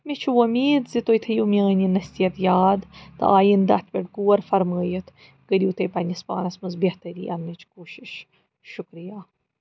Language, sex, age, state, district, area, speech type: Kashmiri, female, 45-60, Jammu and Kashmir, Srinagar, urban, spontaneous